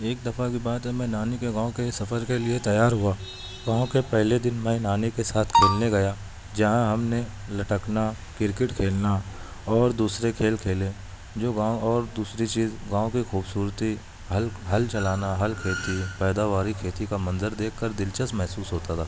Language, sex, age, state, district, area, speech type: Urdu, male, 45-60, Maharashtra, Nashik, urban, spontaneous